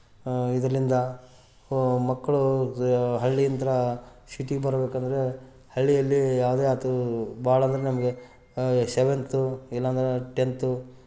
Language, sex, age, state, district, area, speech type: Kannada, male, 30-45, Karnataka, Gadag, rural, spontaneous